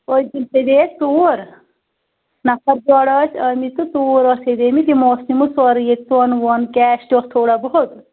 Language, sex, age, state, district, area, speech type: Kashmiri, female, 30-45, Jammu and Kashmir, Anantnag, rural, conversation